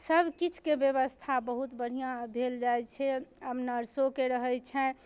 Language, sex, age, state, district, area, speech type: Maithili, female, 30-45, Bihar, Darbhanga, urban, spontaneous